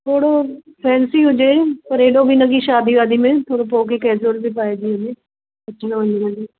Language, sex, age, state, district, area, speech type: Sindhi, female, 45-60, Delhi, South Delhi, urban, conversation